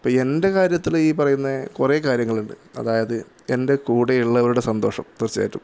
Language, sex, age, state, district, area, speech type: Malayalam, male, 30-45, Kerala, Kasaragod, rural, spontaneous